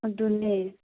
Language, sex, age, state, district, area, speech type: Manipuri, female, 18-30, Manipur, Kangpokpi, urban, conversation